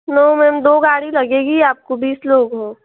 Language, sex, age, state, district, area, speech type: Hindi, female, 18-30, Madhya Pradesh, Betul, rural, conversation